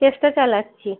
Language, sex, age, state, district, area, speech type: Bengali, female, 30-45, West Bengal, Birbhum, urban, conversation